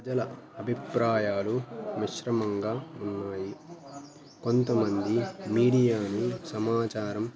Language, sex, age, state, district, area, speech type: Telugu, male, 18-30, Andhra Pradesh, Annamaya, rural, spontaneous